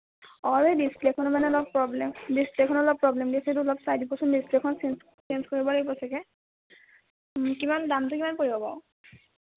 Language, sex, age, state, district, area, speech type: Assamese, female, 18-30, Assam, Majuli, urban, conversation